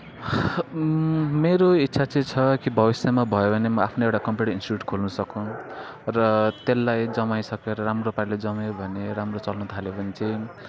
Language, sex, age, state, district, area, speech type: Nepali, male, 30-45, West Bengal, Kalimpong, rural, spontaneous